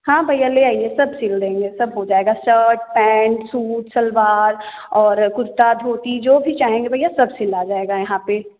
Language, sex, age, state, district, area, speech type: Hindi, female, 18-30, Uttar Pradesh, Jaunpur, rural, conversation